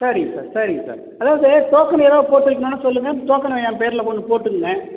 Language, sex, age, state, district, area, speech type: Tamil, male, 45-60, Tamil Nadu, Cuddalore, urban, conversation